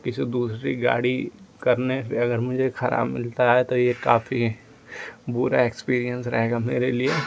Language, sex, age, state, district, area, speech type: Hindi, male, 18-30, Uttar Pradesh, Ghazipur, urban, spontaneous